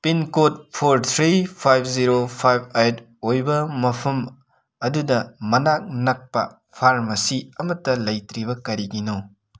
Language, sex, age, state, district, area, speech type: Manipuri, male, 18-30, Manipur, Imphal West, rural, read